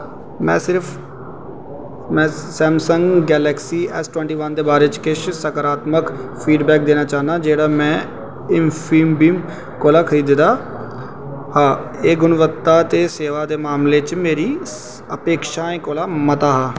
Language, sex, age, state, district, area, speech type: Dogri, male, 18-30, Jammu and Kashmir, Jammu, rural, read